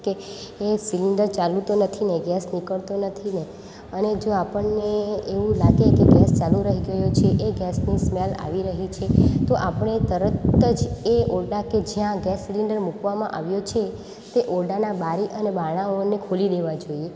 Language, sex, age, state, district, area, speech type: Gujarati, female, 18-30, Gujarat, Valsad, rural, spontaneous